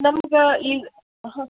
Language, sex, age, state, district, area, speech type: Kannada, female, 45-60, Karnataka, Dharwad, rural, conversation